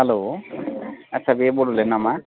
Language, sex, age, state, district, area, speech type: Bodo, male, 30-45, Assam, Baksa, rural, conversation